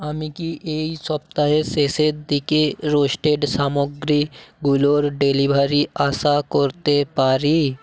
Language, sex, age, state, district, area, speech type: Bengali, male, 18-30, West Bengal, South 24 Parganas, rural, read